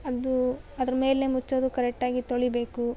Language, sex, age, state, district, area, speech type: Kannada, female, 18-30, Karnataka, Koppal, urban, spontaneous